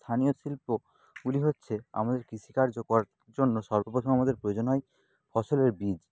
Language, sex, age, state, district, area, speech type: Bengali, male, 30-45, West Bengal, Nadia, rural, spontaneous